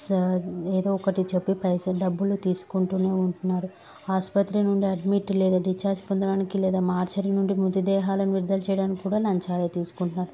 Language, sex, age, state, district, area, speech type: Telugu, female, 30-45, Telangana, Medchal, urban, spontaneous